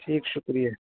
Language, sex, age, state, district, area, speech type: Urdu, male, 18-30, Bihar, Araria, rural, conversation